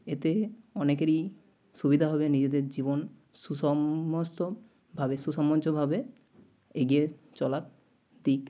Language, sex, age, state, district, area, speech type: Bengali, male, 30-45, West Bengal, Nadia, rural, spontaneous